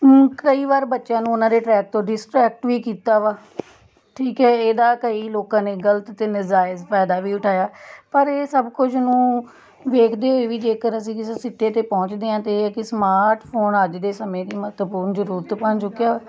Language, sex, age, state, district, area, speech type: Punjabi, female, 30-45, Punjab, Tarn Taran, urban, spontaneous